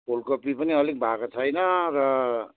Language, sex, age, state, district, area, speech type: Nepali, male, 60+, West Bengal, Darjeeling, rural, conversation